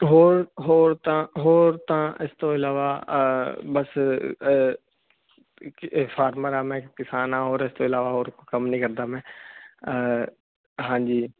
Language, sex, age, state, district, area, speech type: Punjabi, male, 18-30, Punjab, Fazilka, rural, conversation